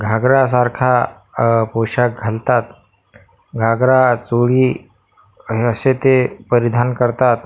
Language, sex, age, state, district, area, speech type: Marathi, male, 30-45, Maharashtra, Akola, urban, spontaneous